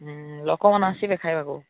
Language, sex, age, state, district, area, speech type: Odia, male, 18-30, Odisha, Nabarangpur, urban, conversation